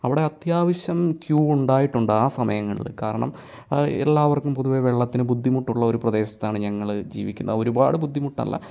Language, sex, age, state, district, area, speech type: Malayalam, male, 30-45, Kerala, Kottayam, rural, spontaneous